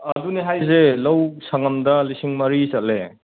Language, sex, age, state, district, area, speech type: Manipuri, male, 30-45, Manipur, Kangpokpi, urban, conversation